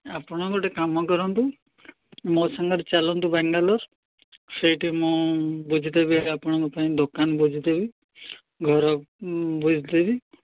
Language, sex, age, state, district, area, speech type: Odia, male, 60+, Odisha, Gajapati, rural, conversation